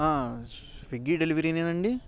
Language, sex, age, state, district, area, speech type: Telugu, male, 18-30, Andhra Pradesh, Bapatla, urban, spontaneous